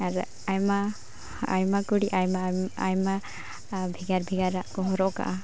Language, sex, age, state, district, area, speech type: Santali, female, 18-30, West Bengal, Uttar Dinajpur, rural, spontaneous